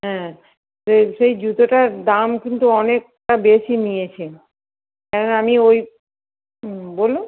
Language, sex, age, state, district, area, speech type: Bengali, female, 45-60, West Bengal, North 24 Parganas, urban, conversation